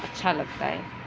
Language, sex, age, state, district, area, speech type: Urdu, female, 18-30, Uttar Pradesh, Mau, urban, spontaneous